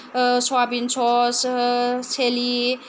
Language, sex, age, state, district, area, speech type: Bodo, female, 30-45, Assam, Kokrajhar, rural, spontaneous